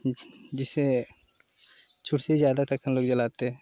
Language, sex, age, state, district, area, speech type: Hindi, male, 30-45, Uttar Pradesh, Jaunpur, rural, spontaneous